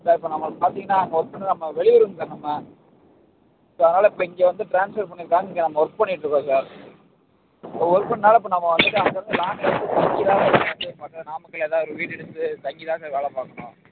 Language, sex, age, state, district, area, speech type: Tamil, male, 18-30, Tamil Nadu, Namakkal, rural, conversation